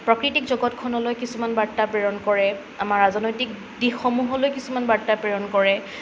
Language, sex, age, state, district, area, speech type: Assamese, female, 18-30, Assam, Sonitpur, rural, spontaneous